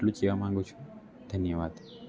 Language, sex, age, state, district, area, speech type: Gujarati, male, 18-30, Gujarat, Narmada, rural, spontaneous